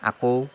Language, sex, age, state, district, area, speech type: Assamese, male, 60+, Assam, Lakhimpur, urban, spontaneous